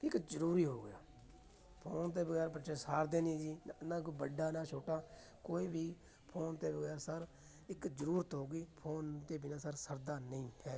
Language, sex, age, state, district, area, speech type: Punjabi, male, 30-45, Punjab, Fatehgarh Sahib, rural, spontaneous